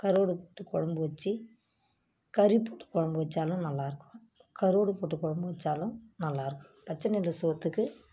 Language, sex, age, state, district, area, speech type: Tamil, female, 60+, Tamil Nadu, Kallakurichi, urban, spontaneous